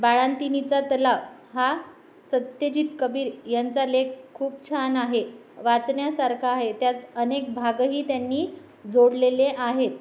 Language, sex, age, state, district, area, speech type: Marathi, female, 45-60, Maharashtra, Nanded, rural, spontaneous